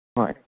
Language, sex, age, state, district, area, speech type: Manipuri, male, 45-60, Manipur, Kangpokpi, urban, conversation